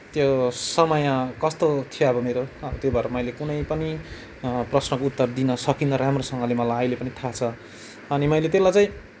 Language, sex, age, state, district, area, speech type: Nepali, male, 30-45, West Bengal, Kalimpong, rural, spontaneous